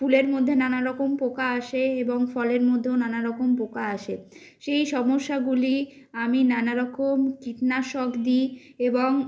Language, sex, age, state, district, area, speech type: Bengali, female, 45-60, West Bengal, Bankura, urban, spontaneous